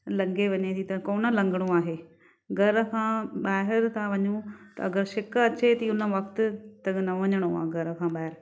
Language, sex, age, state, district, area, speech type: Sindhi, female, 45-60, Maharashtra, Thane, urban, spontaneous